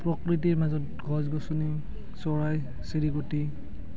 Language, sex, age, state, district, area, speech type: Assamese, male, 18-30, Assam, Barpeta, rural, spontaneous